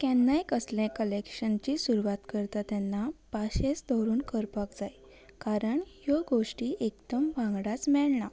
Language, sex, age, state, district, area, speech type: Goan Konkani, female, 18-30, Goa, Salcete, urban, spontaneous